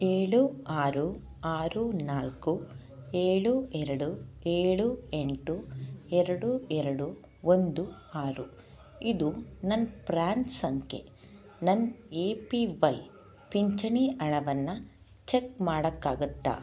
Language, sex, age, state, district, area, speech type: Kannada, female, 30-45, Karnataka, Chamarajanagar, rural, read